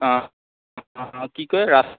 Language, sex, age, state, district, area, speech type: Assamese, male, 45-60, Assam, Goalpara, rural, conversation